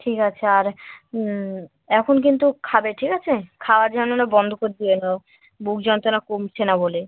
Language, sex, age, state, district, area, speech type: Bengali, female, 18-30, West Bengal, Dakshin Dinajpur, urban, conversation